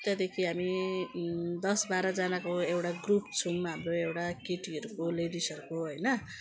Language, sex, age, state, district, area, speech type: Nepali, female, 45-60, West Bengal, Jalpaiguri, urban, spontaneous